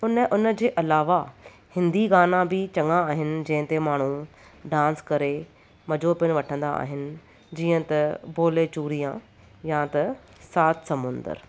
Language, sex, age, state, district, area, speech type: Sindhi, female, 30-45, Maharashtra, Thane, urban, spontaneous